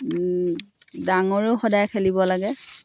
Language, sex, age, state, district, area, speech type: Assamese, female, 30-45, Assam, Dhemaji, rural, spontaneous